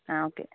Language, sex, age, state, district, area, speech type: Malayalam, female, 30-45, Kerala, Wayanad, rural, conversation